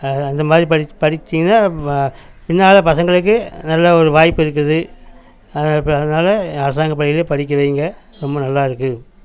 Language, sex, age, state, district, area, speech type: Tamil, male, 45-60, Tamil Nadu, Coimbatore, rural, spontaneous